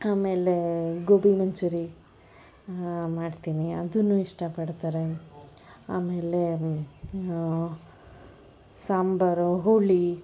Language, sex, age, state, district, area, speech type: Kannada, female, 60+, Karnataka, Bangalore Urban, urban, spontaneous